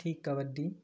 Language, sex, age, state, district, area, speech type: Maithili, male, 18-30, Bihar, Samastipur, urban, spontaneous